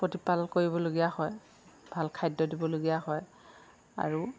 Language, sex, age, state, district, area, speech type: Assamese, female, 30-45, Assam, Lakhimpur, rural, spontaneous